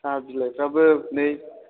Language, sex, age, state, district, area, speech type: Bodo, male, 18-30, Assam, Chirang, rural, conversation